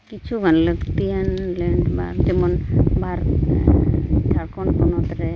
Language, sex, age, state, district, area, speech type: Santali, female, 45-60, Jharkhand, East Singhbhum, rural, spontaneous